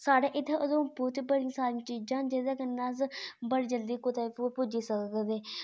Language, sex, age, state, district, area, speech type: Dogri, female, 30-45, Jammu and Kashmir, Udhampur, urban, spontaneous